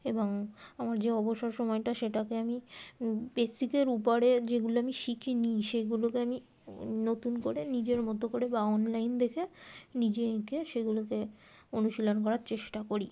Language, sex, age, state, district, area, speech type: Bengali, female, 18-30, West Bengal, Darjeeling, urban, spontaneous